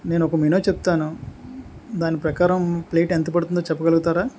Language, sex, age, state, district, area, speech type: Telugu, male, 45-60, Andhra Pradesh, Anakapalli, rural, spontaneous